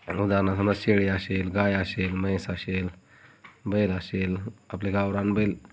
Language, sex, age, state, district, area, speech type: Marathi, male, 30-45, Maharashtra, Beed, rural, spontaneous